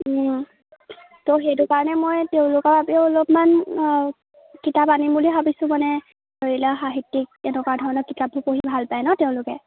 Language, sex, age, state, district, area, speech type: Assamese, female, 18-30, Assam, Lakhimpur, rural, conversation